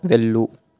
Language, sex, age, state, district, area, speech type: Telugu, male, 18-30, Telangana, Vikarabad, urban, read